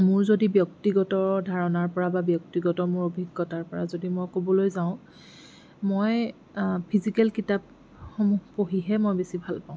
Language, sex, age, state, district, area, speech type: Assamese, female, 30-45, Assam, Jorhat, urban, spontaneous